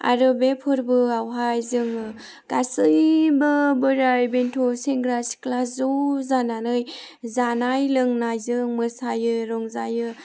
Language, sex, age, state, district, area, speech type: Bodo, female, 18-30, Assam, Chirang, rural, spontaneous